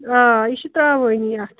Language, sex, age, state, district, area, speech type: Kashmiri, female, 30-45, Jammu and Kashmir, Ganderbal, rural, conversation